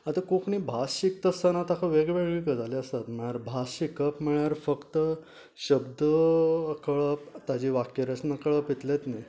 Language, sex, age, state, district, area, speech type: Goan Konkani, male, 45-60, Goa, Canacona, rural, spontaneous